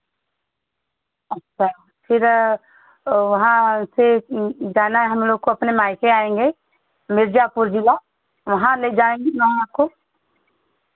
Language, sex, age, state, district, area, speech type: Hindi, female, 30-45, Uttar Pradesh, Chandauli, rural, conversation